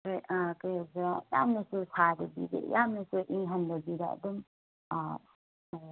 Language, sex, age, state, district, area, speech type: Manipuri, female, 18-30, Manipur, Chandel, rural, conversation